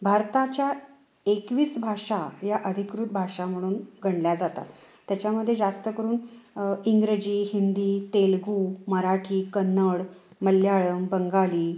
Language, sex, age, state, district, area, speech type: Marathi, female, 30-45, Maharashtra, Sangli, urban, spontaneous